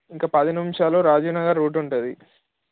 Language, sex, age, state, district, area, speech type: Telugu, male, 18-30, Telangana, Mancherial, rural, conversation